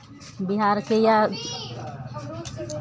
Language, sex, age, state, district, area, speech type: Maithili, female, 30-45, Bihar, Araria, urban, spontaneous